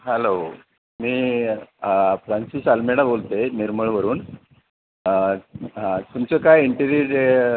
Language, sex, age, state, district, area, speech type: Marathi, male, 60+, Maharashtra, Palghar, rural, conversation